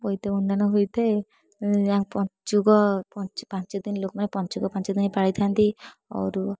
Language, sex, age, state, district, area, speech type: Odia, female, 18-30, Odisha, Puri, urban, spontaneous